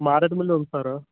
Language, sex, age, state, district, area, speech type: Telugu, male, 30-45, Andhra Pradesh, Alluri Sitarama Raju, rural, conversation